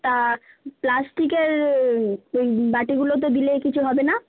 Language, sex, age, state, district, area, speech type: Bengali, female, 18-30, West Bengal, South 24 Parganas, rural, conversation